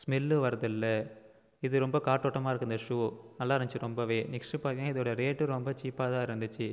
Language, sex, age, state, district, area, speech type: Tamil, male, 18-30, Tamil Nadu, Viluppuram, urban, spontaneous